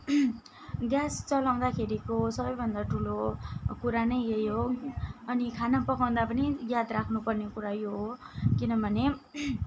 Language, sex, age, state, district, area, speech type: Nepali, female, 30-45, West Bengal, Kalimpong, rural, spontaneous